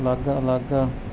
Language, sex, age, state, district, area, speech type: Punjabi, male, 30-45, Punjab, Mansa, urban, spontaneous